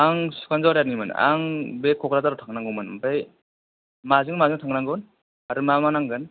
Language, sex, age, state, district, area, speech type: Bodo, male, 18-30, Assam, Kokrajhar, urban, conversation